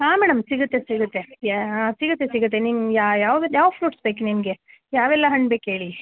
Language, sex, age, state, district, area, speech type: Kannada, female, 30-45, Karnataka, Mandya, rural, conversation